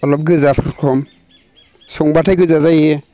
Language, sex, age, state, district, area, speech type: Bodo, male, 60+, Assam, Baksa, urban, spontaneous